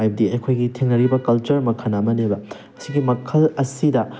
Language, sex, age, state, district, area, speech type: Manipuri, male, 18-30, Manipur, Thoubal, rural, spontaneous